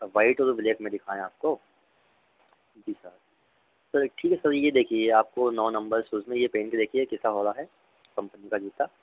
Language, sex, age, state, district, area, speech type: Hindi, male, 30-45, Madhya Pradesh, Harda, urban, conversation